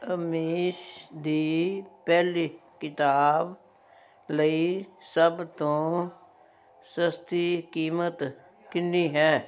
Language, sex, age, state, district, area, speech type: Punjabi, female, 60+, Punjab, Fazilka, rural, read